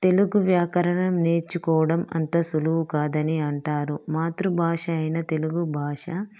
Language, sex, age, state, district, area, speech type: Telugu, female, 30-45, Telangana, Peddapalli, rural, spontaneous